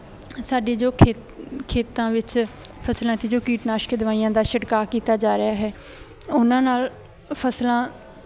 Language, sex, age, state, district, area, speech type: Punjabi, female, 18-30, Punjab, Bathinda, rural, spontaneous